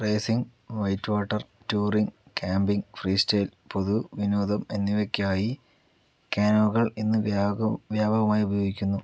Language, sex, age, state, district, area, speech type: Malayalam, male, 45-60, Kerala, Palakkad, rural, read